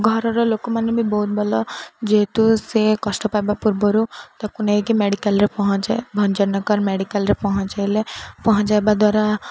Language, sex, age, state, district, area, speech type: Odia, female, 18-30, Odisha, Ganjam, urban, spontaneous